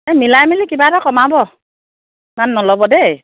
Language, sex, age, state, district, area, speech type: Assamese, female, 45-60, Assam, Dhemaji, urban, conversation